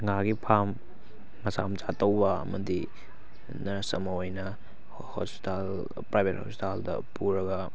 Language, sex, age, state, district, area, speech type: Manipuri, male, 18-30, Manipur, Kakching, rural, spontaneous